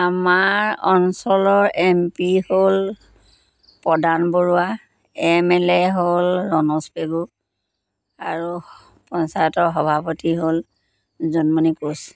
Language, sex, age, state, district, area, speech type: Assamese, female, 60+, Assam, Dhemaji, rural, spontaneous